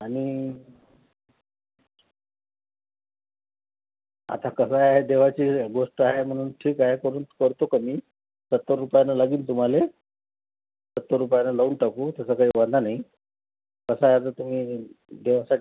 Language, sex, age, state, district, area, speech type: Marathi, male, 30-45, Maharashtra, Washim, rural, conversation